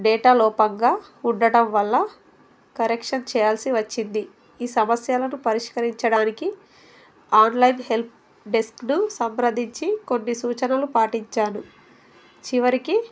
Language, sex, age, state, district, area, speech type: Telugu, female, 30-45, Telangana, Narayanpet, urban, spontaneous